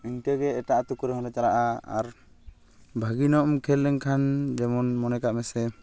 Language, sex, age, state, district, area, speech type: Santali, male, 18-30, West Bengal, Purulia, rural, spontaneous